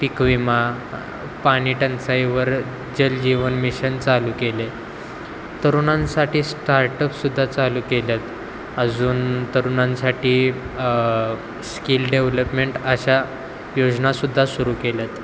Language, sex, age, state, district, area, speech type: Marathi, male, 18-30, Maharashtra, Wardha, urban, spontaneous